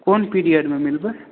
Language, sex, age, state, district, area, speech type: Maithili, male, 18-30, Bihar, Madhepura, rural, conversation